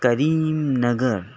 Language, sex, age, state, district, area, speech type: Urdu, male, 18-30, Telangana, Hyderabad, urban, spontaneous